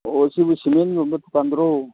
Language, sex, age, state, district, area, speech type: Manipuri, male, 60+, Manipur, Thoubal, rural, conversation